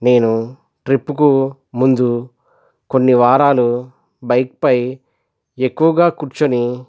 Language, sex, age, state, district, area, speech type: Telugu, male, 45-60, Andhra Pradesh, East Godavari, rural, spontaneous